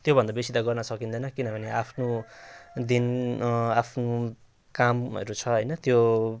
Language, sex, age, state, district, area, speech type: Nepali, male, 30-45, West Bengal, Jalpaiguri, rural, spontaneous